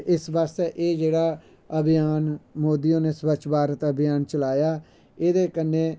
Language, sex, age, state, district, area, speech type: Dogri, male, 45-60, Jammu and Kashmir, Samba, rural, spontaneous